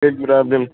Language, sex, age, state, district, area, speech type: Kashmiri, male, 45-60, Jammu and Kashmir, Srinagar, urban, conversation